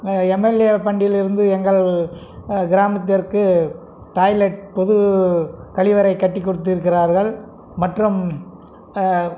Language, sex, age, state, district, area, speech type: Tamil, male, 60+, Tamil Nadu, Krishnagiri, rural, spontaneous